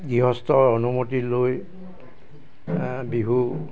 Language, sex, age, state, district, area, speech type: Assamese, male, 60+, Assam, Dibrugarh, urban, spontaneous